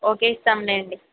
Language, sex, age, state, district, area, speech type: Telugu, female, 30-45, Andhra Pradesh, East Godavari, rural, conversation